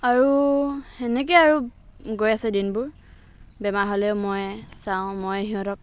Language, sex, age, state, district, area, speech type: Assamese, female, 60+, Assam, Dhemaji, rural, spontaneous